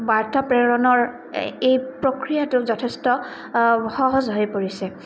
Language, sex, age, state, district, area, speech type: Assamese, female, 18-30, Assam, Goalpara, urban, spontaneous